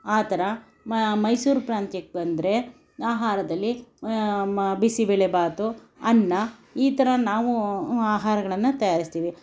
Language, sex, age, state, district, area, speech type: Kannada, female, 60+, Karnataka, Bangalore Urban, urban, spontaneous